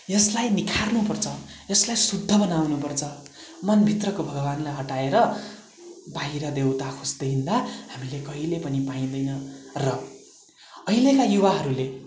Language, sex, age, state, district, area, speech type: Nepali, male, 18-30, West Bengal, Darjeeling, rural, spontaneous